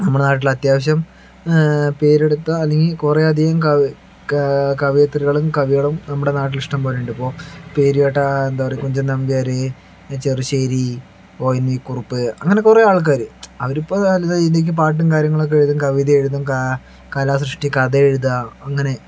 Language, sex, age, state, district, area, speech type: Malayalam, male, 30-45, Kerala, Palakkad, rural, spontaneous